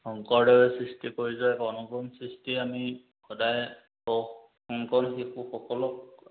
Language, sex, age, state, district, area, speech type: Assamese, male, 30-45, Assam, Majuli, urban, conversation